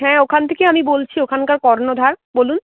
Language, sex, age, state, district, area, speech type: Bengali, female, 18-30, West Bengal, Uttar Dinajpur, rural, conversation